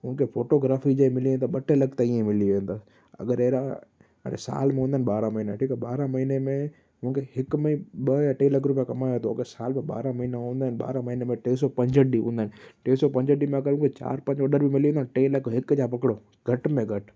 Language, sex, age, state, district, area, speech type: Sindhi, male, 18-30, Gujarat, Kutch, urban, spontaneous